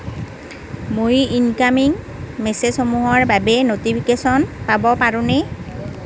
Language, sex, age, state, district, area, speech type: Assamese, female, 45-60, Assam, Nalbari, rural, read